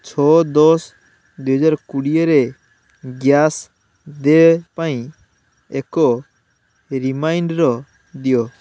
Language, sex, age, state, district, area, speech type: Odia, male, 18-30, Odisha, Balasore, rural, read